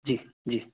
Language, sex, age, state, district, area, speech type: Hindi, male, 18-30, Rajasthan, Jaipur, urban, conversation